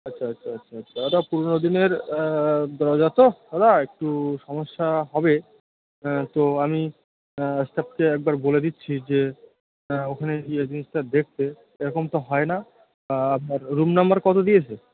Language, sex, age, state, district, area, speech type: Bengali, male, 30-45, West Bengal, Birbhum, urban, conversation